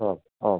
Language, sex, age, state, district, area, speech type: Malayalam, male, 18-30, Kerala, Idukki, rural, conversation